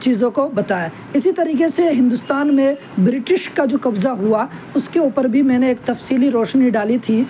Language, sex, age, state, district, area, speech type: Urdu, male, 18-30, Delhi, North West Delhi, urban, spontaneous